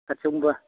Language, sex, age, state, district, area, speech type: Bodo, male, 60+, Assam, Baksa, urban, conversation